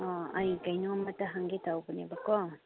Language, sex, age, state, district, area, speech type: Manipuri, female, 45-60, Manipur, Chandel, rural, conversation